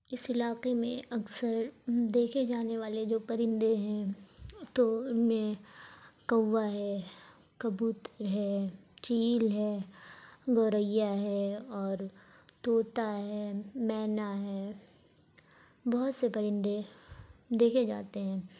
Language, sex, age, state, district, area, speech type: Urdu, female, 45-60, Uttar Pradesh, Lucknow, urban, spontaneous